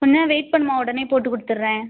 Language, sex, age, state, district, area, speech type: Tamil, female, 18-30, Tamil Nadu, Ariyalur, rural, conversation